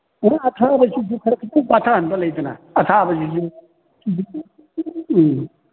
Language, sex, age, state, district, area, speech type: Manipuri, male, 60+, Manipur, Thoubal, rural, conversation